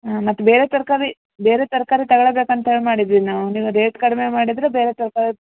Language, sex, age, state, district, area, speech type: Kannada, female, 30-45, Karnataka, Uttara Kannada, rural, conversation